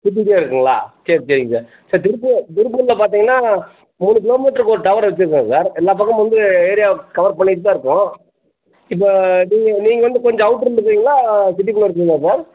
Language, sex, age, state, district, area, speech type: Tamil, male, 45-60, Tamil Nadu, Tiruppur, rural, conversation